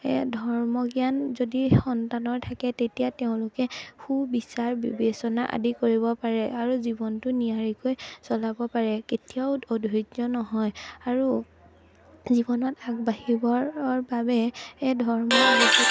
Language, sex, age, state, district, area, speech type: Assamese, female, 18-30, Assam, Majuli, urban, spontaneous